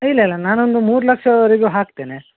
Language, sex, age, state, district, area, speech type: Kannada, male, 30-45, Karnataka, Dakshina Kannada, rural, conversation